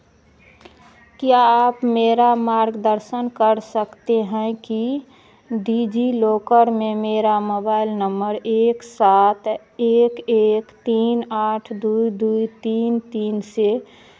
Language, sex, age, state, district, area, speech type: Hindi, female, 60+, Bihar, Madhepura, urban, read